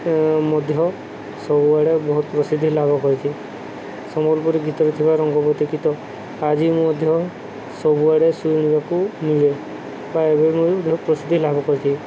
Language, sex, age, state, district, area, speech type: Odia, male, 30-45, Odisha, Subarnapur, urban, spontaneous